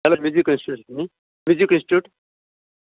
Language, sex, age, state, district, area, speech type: Goan Konkani, male, 60+, Goa, Canacona, rural, conversation